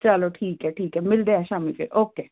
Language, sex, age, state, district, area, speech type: Punjabi, female, 30-45, Punjab, Amritsar, urban, conversation